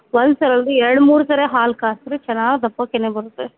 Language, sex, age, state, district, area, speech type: Kannada, female, 30-45, Karnataka, Bellary, rural, conversation